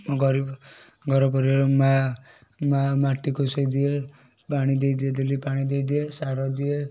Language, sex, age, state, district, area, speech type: Odia, male, 30-45, Odisha, Kendujhar, urban, spontaneous